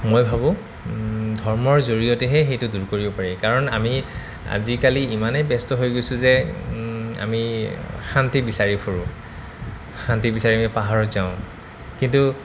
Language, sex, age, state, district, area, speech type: Assamese, male, 30-45, Assam, Goalpara, urban, spontaneous